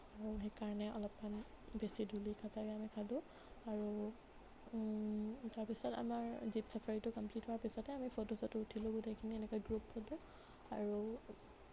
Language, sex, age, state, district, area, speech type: Assamese, female, 18-30, Assam, Nagaon, rural, spontaneous